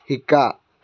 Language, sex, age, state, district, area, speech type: Assamese, male, 18-30, Assam, Lakhimpur, rural, read